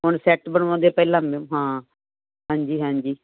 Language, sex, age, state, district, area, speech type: Punjabi, female, 60+, Punjab, Muktsar, urban, conversation